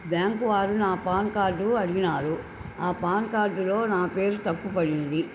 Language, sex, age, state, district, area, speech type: Telugu, female, 60+, Andhra Pradesh, Nellore, urban, spontaneous